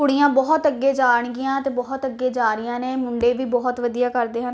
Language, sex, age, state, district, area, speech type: Punjabi, female, 18-30, Punjab, Ludhiana, urban, spontaneous